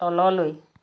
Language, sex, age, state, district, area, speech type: Assamese, female, 60+, Assam, Lakhimpur, urban, read